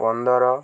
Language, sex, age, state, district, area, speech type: Odia, male, 18-30, Odisha, Koraput, urban, spontaneous